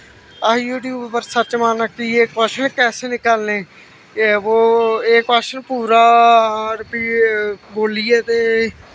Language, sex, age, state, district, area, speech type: Dogri, male, 18-30, Jammu and Kashmir, Samba, rural, spontaneous